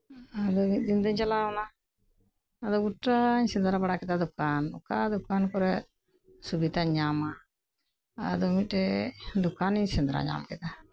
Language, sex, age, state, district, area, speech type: Santali, female, 60+, West Bengal, Bankura, rural, spontaneous